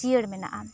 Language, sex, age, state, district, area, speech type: Santali, female, 18-30, West Bengal, Bankura, rural, spontaneous